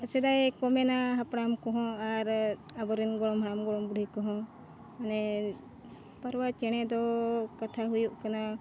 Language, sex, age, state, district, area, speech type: Santali, female, 45-60, Jharkhand, Bokaro, rural, spontaneous